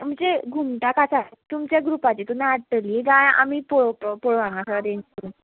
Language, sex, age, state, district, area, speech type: Goan Konkani, female, 18-30, Goa, Ponda, rural, conversation